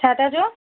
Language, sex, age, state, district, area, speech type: Sindhi, female, 30-45, Maharashtra, Mumbai Suburban, urban, conversation